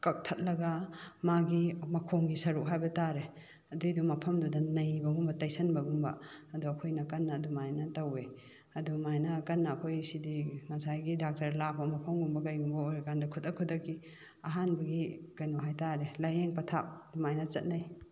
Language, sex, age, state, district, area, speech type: Manipuri, female, 45-60, Manipur, Kakching, rural, spontaneous